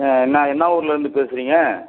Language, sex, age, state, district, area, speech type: Tamil, male, 60+, Tamil Nadu, Viluppuram, rural, conversation